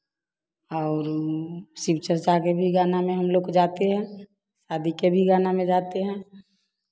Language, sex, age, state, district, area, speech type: Hindi, female, 30-45, Bihar, Samastipur, rural, spontaneous